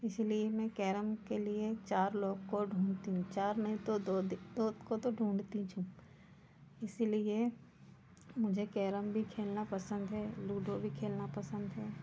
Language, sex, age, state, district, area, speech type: Hindi, female, 30-45, Madhya Pradesh, Seoni, urban, spontaneous